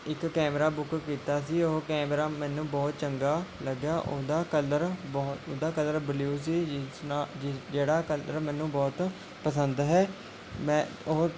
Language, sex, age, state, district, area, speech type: Punjabi, male, 18-30, Punjab, Mohali, rural, spontaneous